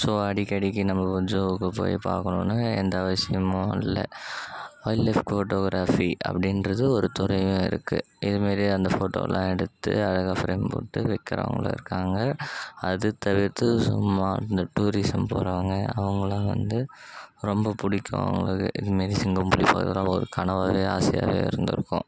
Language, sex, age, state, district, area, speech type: Tamil, male, 18-30, Tamil Nadu, Tiruvannamalai, rural, spontaneous